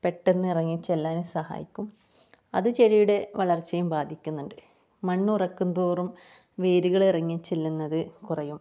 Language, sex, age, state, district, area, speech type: Malayalam, female, 30-45, Kerala, Kasaragod, rural, spontaneous